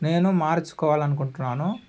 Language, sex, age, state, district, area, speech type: Telugu, male, 18-30, Andhra Pradesh, Alluri Sitarama Raju, rural, spontaneous